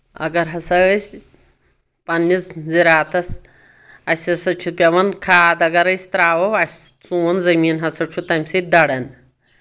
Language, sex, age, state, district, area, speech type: Kashmiri, female, 60+, Jammu and Kashmir, Anantnag, rural, spontaneous